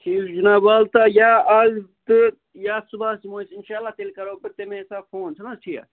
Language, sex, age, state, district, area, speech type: Kashmiri, male, 18-30, Jammu and Kashmir, Budgam, rural, conversation